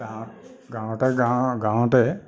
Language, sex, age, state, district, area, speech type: Assamese, male, 30-45, Assam, Nagaon, rural, spontaneous